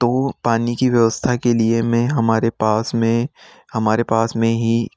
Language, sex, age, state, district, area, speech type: Hindi, male, 18-30, Rajasthan, Jaipur, urban, spontaneous